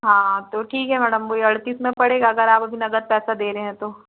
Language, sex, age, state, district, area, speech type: Hindi, female, 45-60, Madhya Pradesh, Balaghat, rural, conversation